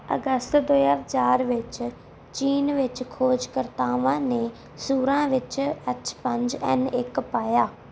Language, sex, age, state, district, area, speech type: Punjabi, female, 18-30, Punjab, Barnala, rural, read